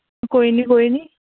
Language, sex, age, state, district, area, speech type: Dogri, female, 18-30, Jammu and Kashmir, Kathua, rural, conversation